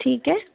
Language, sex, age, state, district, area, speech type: Hindi, female, 45-60, Rajasthan, Jaipur, urban, conversation